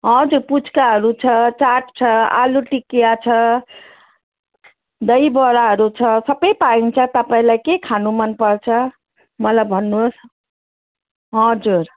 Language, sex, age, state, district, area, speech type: Nepali, female, 45-60, West Bengal, Jalpaiguri, rural, conversation